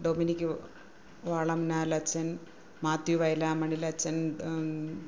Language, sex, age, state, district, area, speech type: Malayalam, female, 45-60, Kerala, Kollam, rural, spontaneous